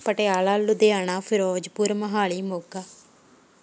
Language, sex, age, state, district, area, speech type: Punjabi, female, 18-30, Punjab, Shaheed Bhagat Singh Nagar, rural, spontaneous